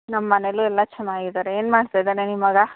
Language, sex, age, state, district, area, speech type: Kannada, female, 30-45, Karnataka, Mandya, rural, conversation